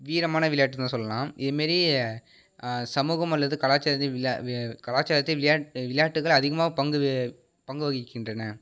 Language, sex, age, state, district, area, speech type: Tamil, male, 30-45, Tamil Nadu, Tiruvarur, urban, spontaneous